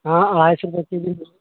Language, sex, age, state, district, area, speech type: Urdu, male, 30-45, Bihar, Khagaria, rural, conversation